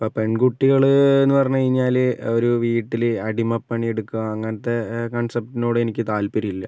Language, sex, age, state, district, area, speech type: Malayalam, male, 18-30, Kerala, Kozhikode, urban, spontaneous